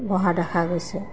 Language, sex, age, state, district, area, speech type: Assamese, female, 45-60, Assam, Golaghat, urban, spontaneous